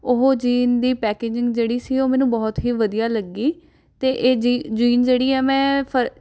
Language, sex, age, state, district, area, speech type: Punjabi, female, 18-30, Punjab, Rupnagar, urban, spontaneous